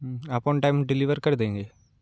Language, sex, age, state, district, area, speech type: Hindi, male, 18-30, Madhya Pradesh, Hoshangabad, urban, spontaneous